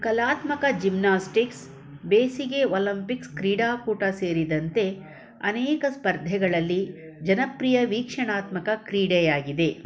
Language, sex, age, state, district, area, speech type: Kannada, female, 45-60, Karnataka, Bangalore Rural, rural, read